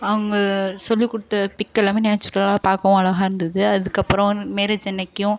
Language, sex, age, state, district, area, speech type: Tamil, female, 30-45, Tamil Nadu, Ariyalur, rural, spontaneous